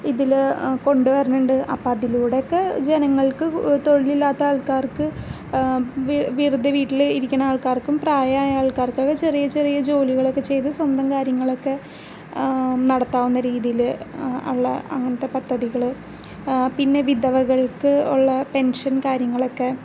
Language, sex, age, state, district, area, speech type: Malayalam, female, 18-30, Kerala, Ernakulam, rural, spontaneous